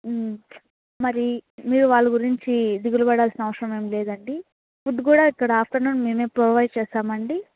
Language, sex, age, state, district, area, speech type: Telugu, female, 18-30, Andhra Pradesh, Annamaya, rural, conversation